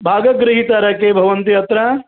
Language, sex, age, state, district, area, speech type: Sanskrit, male, 45-60, Karnataka, Vijayapura, urban, conversation